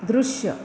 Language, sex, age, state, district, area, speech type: Goan Konkani, female, 45-60, Goa, Bardez, urban, read